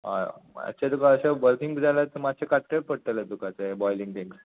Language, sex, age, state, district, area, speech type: Goan Konkani, male, 18-30, Goa, Murmgao, urban, conversation